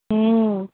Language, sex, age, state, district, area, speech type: Telugu, female, 18-30, Telangana, Karimnagar, urban, conversation